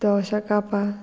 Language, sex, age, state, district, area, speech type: Goan Konkani, female, 18-30, Goa, Murmgao, urban, spontaneous